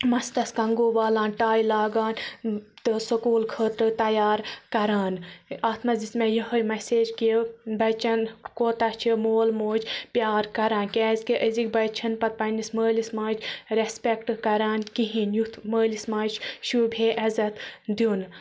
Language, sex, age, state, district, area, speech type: Kashmiri, female, 18-30, Jammu and Kashmir, Baramulla, rural, spontaneous